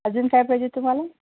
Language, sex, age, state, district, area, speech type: Marathi, female, 45-60, Maharashtra, Osmanabad, rural, conversation